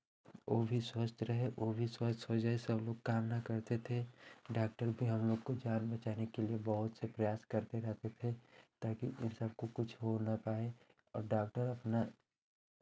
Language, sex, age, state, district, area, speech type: Hindi, male, 18-30, Uttar Pradesh, Chandauli, urban, spontaneous